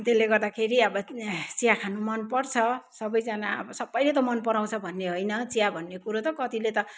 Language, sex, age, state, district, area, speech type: Nepali, male, 60+, West Bengal, Kalimpong, rural, spontaneous